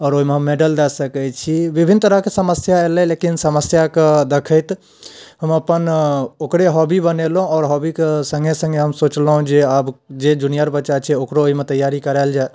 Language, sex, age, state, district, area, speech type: Maithili, male, 30-45, Bihar, Darbhanga, urban, spontaneous